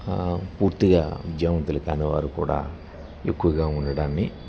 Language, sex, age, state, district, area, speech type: Telugu, male, 60+, Andhra Pradesh, Anakapalli, urban, spontaneous